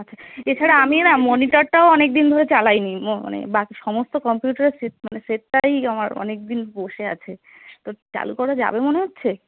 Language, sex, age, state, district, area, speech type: Bengali, female, 30-45, West Bengal, Darjeeling, urban, conversation